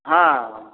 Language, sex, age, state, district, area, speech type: Odia, male, 60+, Odisha, Gajapati, rural, conversation